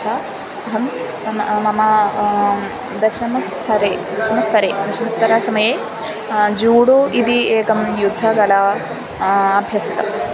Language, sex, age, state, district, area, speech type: Sanskrit, female, 18-30, Kerala, Thrissur, rural, spontaneous